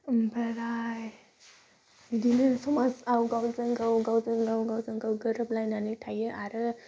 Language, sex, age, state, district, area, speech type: Bodo, female, 18-30, Assam, Udalguri, urban, spontaneous